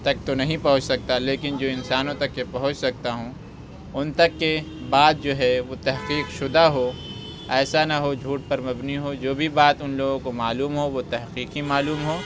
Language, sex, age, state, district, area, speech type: Urdu, male, 30-45, Uttar Pradesh, Lucknow, rural, spontaneous